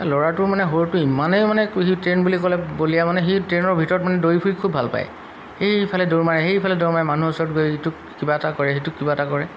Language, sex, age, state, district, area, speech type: Assamese, male, 45-60, Assam, Golaghat, urban, spontaneous